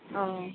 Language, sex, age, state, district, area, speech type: Manipuri, female, 45-60, Manipur, Chandel, rural, conversation